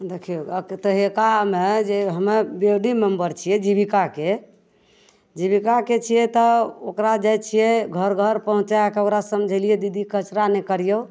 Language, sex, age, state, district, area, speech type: Maithili, female, 45-60, Bihar, Madhepura, rural, spontaneous